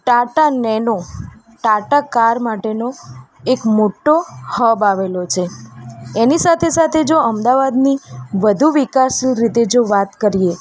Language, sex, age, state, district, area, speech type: Gujarati, female, 30-45, Gujarat, Ahmedabad, urban, spontaneous